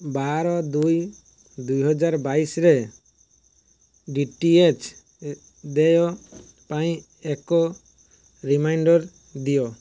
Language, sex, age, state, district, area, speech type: Odia, male, 30-45, Odisha, Balasore, rural, read